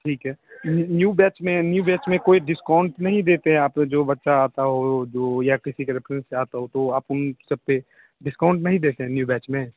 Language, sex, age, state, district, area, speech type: Hindi, male, 30-45, Bihar, Darbhanga, rural, conversation